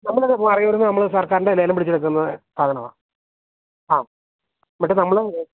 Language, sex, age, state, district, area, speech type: Malayalam, male, 30-45, Kerala, Idukki, rural, conversation